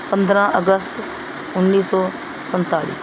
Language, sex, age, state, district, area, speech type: Punjabi, female, 45-60, Punjab, Pathankot, rural, spontaneous